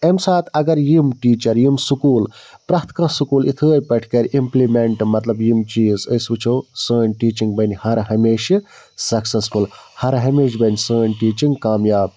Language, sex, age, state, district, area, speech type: Kashmiri, male, 30-45, Jammu and Kashmir, Budgam, rural, spontaneous